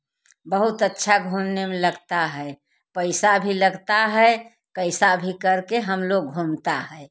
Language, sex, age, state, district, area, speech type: Hindi, female, 60+, Uttar Pradesh, Jaunpur, rural, spontaneous